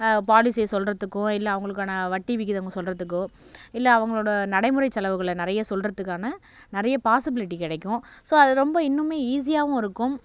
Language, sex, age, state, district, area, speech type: Tamil, female, 18-30, Tamil Nadu, Nagapattinam, rural, spontaneous